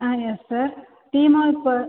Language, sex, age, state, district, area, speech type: Tamil, female, 18-30, Tamil Nadu, Viluppuram, urban, conversation